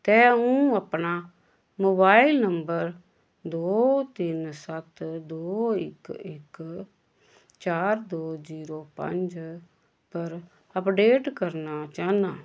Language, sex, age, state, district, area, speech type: Dogri, female, 45-60, Jammu and Kashmir, Samba, rural, read